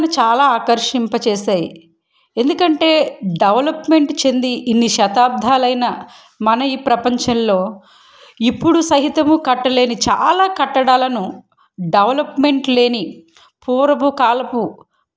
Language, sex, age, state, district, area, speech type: Telugu, female, 18-30, Andhra Pradesh, Guntur, rural, spontaneous